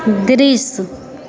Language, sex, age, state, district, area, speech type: Hindi, female, 30-45, Bihar, Begusarai, rural, read